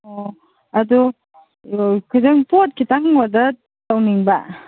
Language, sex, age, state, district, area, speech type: Manipuri, female, 45-60, Manipur, Kangpokpi, urban, conversation